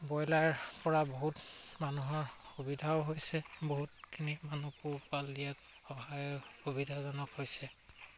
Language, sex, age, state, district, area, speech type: Assamese, male, 45-60, Assam, Charaideo, rural, spontaneous